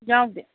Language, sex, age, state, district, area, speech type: Manipuri, female, 45-60, Manipur, Imphal East, rural, conversation